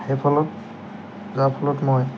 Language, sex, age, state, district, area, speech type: Assamese, male, 18-30, Assam, Lakhimpur, urban, spontaneous